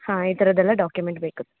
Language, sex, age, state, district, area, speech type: Kannada, female, 18-30, Karnataka, Chikkamagaluru, rural, conversation